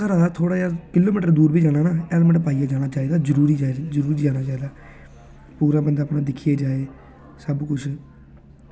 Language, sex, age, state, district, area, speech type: Dogri, male, 18-30, Jammu and Kashmir, Samba, rural, spontaneous